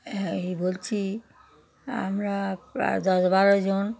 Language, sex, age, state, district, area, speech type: Bengali, female, 60+, West Bengal, Darjeeling, rural, spontaneous